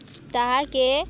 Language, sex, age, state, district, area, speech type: Odia, female, 18-30, Odisha, Nuapada, rural, spontaneous